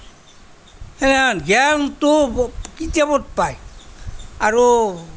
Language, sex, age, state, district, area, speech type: Assamese, male, 60+, Assam, Kamrup Metropolitan, urban, spontaneous